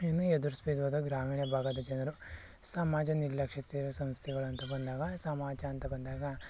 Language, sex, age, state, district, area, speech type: Kannada, male, 45-60, Karnataka, Bangalore Rural, rural, spontaneous